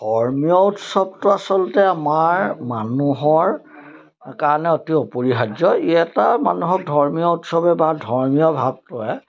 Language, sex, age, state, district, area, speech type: Assamese, male, 60+, Assam, Majuli, urban, spontaneous